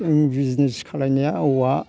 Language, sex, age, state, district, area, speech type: Bodo, male, 60+, Assam, Kokrajhar, urban, spontaneous